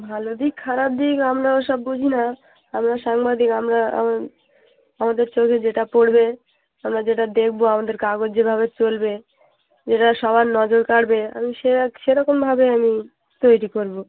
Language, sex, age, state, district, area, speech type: Bengali, female, 18-30, West Bengal, Hooghly, urban, conversation